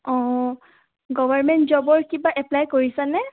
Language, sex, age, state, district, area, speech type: Assamese, female, 18-30, Assam, Biswanath, rural, conversation